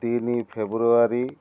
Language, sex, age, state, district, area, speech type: Odia, male, 60+, Odisha, Malkangiri, urban, spontaneous